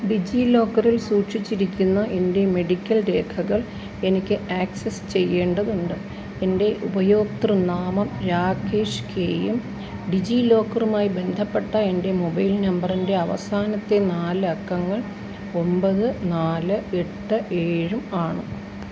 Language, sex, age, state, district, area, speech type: Malayalam, female, 60+, Kerala, Thiruvananthapuram, urban, read